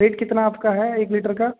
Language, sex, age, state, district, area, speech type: Hindi, male, 18-30, Uttar Pradesh, Azamgarh, rural, conversation